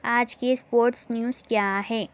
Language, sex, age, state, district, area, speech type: Urdu, female, 18-30, Telangana, Hyderabad, urban, read